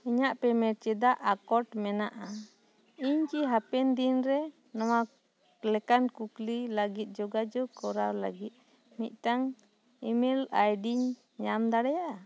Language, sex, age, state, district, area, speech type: Santali, female, 30-45, West Bengal, Bankura, rural, read